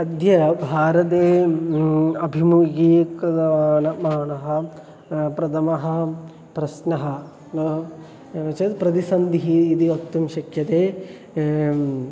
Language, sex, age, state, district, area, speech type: Sanskrit, male, 18-30, Kerala, Thrissur, urban, spontaneous